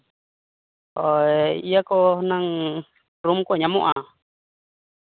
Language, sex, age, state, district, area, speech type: Santali, male, 30-45, Jharkhand, Seraikela Kharsawan, rural, conversation